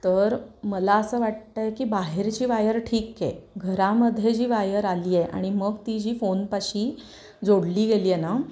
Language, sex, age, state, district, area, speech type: Marathi, female, 30-45, Maharashtra, Sangli, urban, spontaneous